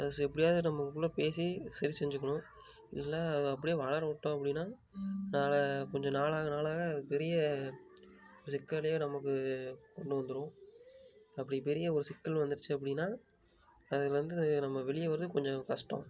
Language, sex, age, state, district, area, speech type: Tamil, male, 18-30, Tamil Nadu, Tiruppur, rural, spontaneous